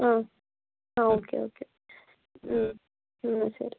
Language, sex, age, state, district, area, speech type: Malayalam, female, 18-30, Kerala, Kannur, urban, conversation